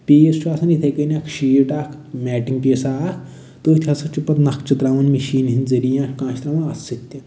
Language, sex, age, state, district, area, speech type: Kashmiri, male, 45-60, Jammu and Kashmir, Budgam, urban, spontaneous